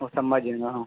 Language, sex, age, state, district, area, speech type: Marathi, male, 45-60, Maharashtra, Amravati, urban, conversation